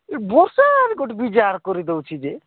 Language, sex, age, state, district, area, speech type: Odia, male, 45-60, Odisha, Nabarangpur, rural, conversation